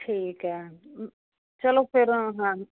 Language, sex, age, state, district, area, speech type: Punjabi, female, 30-45, Punjab, Fazilka, urban, conversation